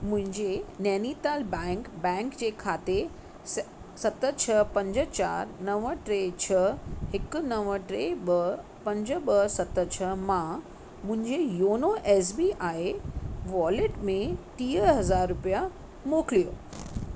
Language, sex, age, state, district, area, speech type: Sindhi, female, 45-60, Maharashtra, Mumbai Suburban, urban, read